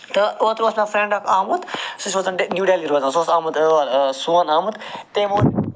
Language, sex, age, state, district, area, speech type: Kashmiri, male, 45-60, Jammu and Kashmir, Srinagar, rural, spontaneous